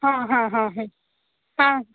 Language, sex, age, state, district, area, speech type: Kannada, female, 30-45, Karnataka, Shimoga, rural, conversation